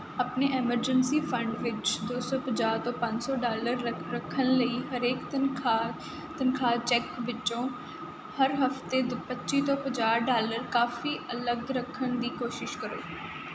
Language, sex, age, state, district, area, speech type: Punjabi, female, 18-30, Punjab, Kapurthala, urban, read